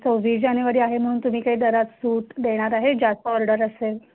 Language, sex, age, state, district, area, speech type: Marathi, female, 30-45, Maharashtra, Kolhapur, urban, conversation